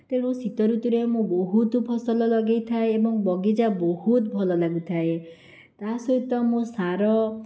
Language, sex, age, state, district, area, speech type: Odia, female, 60+, Odisha, Jajpur, rural, spontaneous